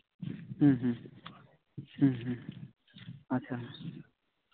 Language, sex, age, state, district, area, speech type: Santali, male, 30-45, Jharkhand, East Singhbhum, rural, conversation